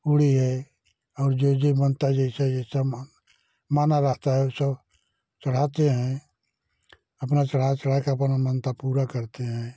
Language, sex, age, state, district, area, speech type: Hindi, male, 60+, Uttar Pradesh, Jaunpur, rural, spontaneous